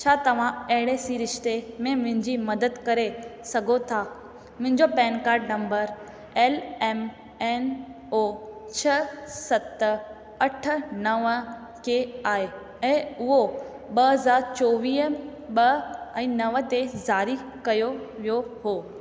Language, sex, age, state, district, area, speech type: Sindhi, female, 18-30, Rajasthan, Ajmer, urban, read